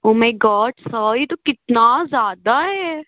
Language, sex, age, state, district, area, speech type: Hindi, female, 18-30, Madhya Pradesh, Jabalpur, urban, conversation